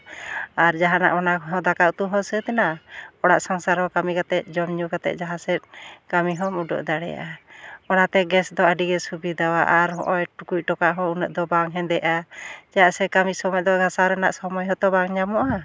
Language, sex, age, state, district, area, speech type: Santali, female, 30-45, West Bengal, Jhargram, rural, spontaneous